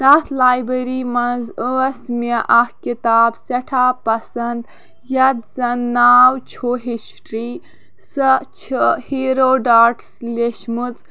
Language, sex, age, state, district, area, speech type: Kashmiri, female, 18-30, Jammu and Kashmir, Kulgam, rural, spontaneous